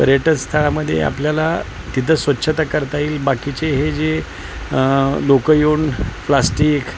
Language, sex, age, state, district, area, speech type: Marathi, male, 45-60, Maharashtra, Osmanabad, rural, spontaneous